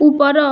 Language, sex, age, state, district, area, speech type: Odia, female, 18-30, Odisha, Bargarh, rural, read